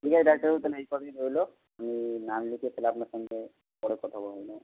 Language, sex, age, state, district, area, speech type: Bengali, male, 45-60, West Bengal, Purba Bardhaman, rural, conversation